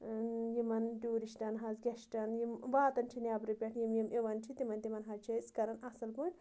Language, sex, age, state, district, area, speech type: Kashmiri, female, 30-45, Jammu and Kashmir, Anantnag, rural, spontaneous